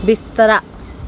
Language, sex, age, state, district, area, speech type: Punjabi, female, 30-45, Punjab, Pathankot, urban, read